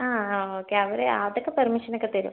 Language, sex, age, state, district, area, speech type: Malayalam, female, 18-30, Kerala, Palakkad, urban, conversation